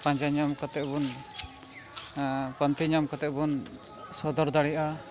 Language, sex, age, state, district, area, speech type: Santali, male, 30-45, West Bengal, Malda, rural, spontaneous